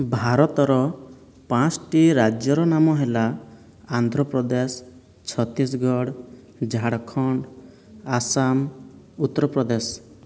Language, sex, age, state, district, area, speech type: Odia, male, 18-30, Odisha, Boudh, rural, spontaneous